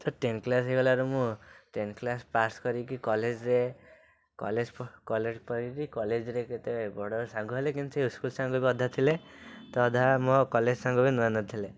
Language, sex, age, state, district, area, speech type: Odia, male, 18-30, Odisha, Cuttack, urban, spontaneous